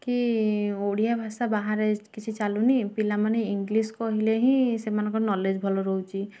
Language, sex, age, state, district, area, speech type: Odia, female, 18-30, Odisha, Kendujhar, urban, spontaneous